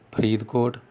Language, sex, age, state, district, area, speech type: Punjabi, male, 45-60, Punjab, Rupnagar, rural, spontaneous